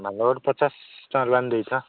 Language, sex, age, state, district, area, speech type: Odia, male, 45-60, Odisha, Nabarangpur, rural, conversation